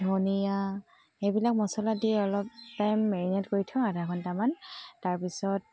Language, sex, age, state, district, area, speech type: Assamese, female, 30-45, Assam, Tinsukia, urban, spontaneous